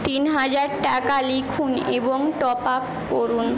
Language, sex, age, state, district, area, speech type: Bengali, female, 18-30, West Bengal, Jhargram, rural, read